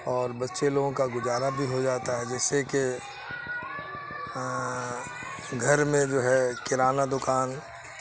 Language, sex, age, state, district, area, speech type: Urdu, male, 60+, Bihar, Khagaria, rural, spontaneous